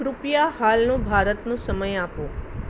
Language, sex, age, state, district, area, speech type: Gujarati, female, 30-45, Gujarat, Ahmedabad, urban, read